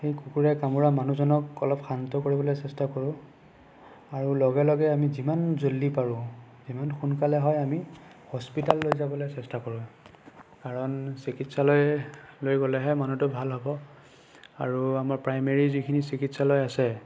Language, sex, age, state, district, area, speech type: Assamese, male, 18-30, Assam, Nagaon, rural, spontaneous